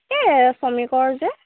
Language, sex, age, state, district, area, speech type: Assamese, female, 18-30, Assam, Golaghat, urban, conversation